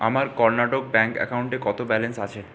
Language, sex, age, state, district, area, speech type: Bengali, male, 60+, West Bengal, Purulia, urban, read